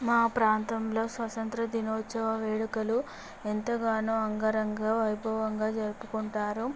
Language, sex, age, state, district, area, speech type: Telugu, female, 18-30, Andhra Pradesh, Visakhapatnam, urban, spontaneous